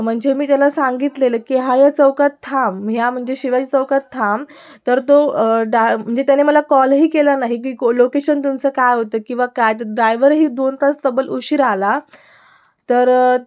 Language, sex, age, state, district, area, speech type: Marathi, female, 18-30, Maharashtra, Sindhudurg, urban, spontaneous